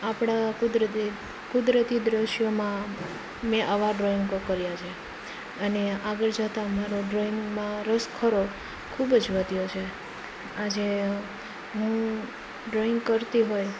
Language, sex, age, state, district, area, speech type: Gujarati, female, 18-30, Gujarat, Rajkot, rural, spontaneous